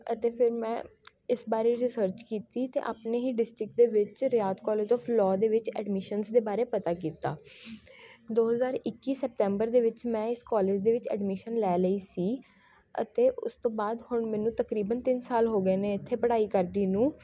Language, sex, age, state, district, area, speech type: Punjabi, female, 18-30, Punjab, Shaheed Bhagat Singh Nagar, urban, spontaneous